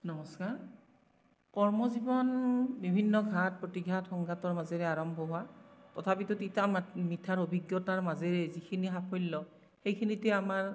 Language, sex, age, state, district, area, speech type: Assamese, female, 45-60, Assam, Barpeta, rural, spontaneous